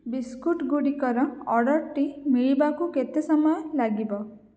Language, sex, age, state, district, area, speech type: Odia, female, 18-30, Odisha, Jajpur, rural, read